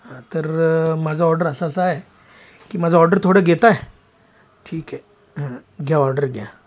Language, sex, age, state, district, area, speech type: Marathi, male, 45-60, Maharashtra, Sangli, urban, spontaneous